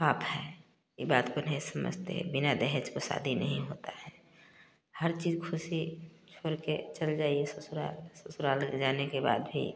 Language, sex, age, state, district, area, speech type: Hindi, female, 45-60, Bihar, Samastipur, rural, spontaneous